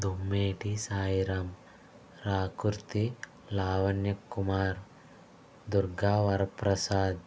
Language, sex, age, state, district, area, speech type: Telugu, male, 60+, Andhra Pradesh, Konaseema, urban, spontaneous